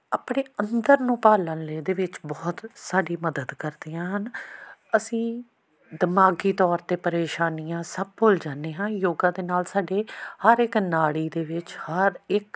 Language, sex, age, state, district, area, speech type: Punjabi, female, 45-60, Punjab, Amritsar, urban, spontaneous